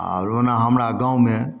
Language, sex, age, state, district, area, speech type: Maithili, male, 60+, Bihar, Samastipur, rural, spontaneous